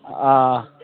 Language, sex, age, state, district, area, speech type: Dogri, male, 18-30, Jammu and Kashmir, Kathua, rural, conversation